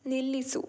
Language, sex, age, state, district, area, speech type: Kannada, female, 18-30, Karnataka, Tumkur, rural, read